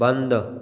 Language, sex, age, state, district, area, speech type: Marathi, male, 18-30, Maharashtra, Washim, rural, read